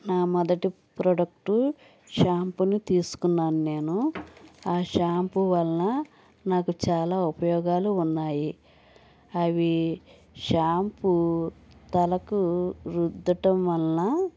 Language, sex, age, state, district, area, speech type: Telugu, female, 60+, Andhra Pradesh, N T Rama Rao, urban, spontaneous